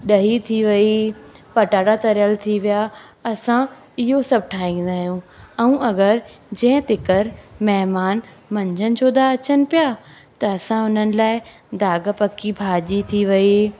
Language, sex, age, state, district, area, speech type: Sindhi, female, 18-30, Madhya Pradesh, Katni, rural, spontaneous